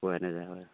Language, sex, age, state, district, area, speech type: Assamese, male, 45-60, Assam, Charaideo, rural, conversation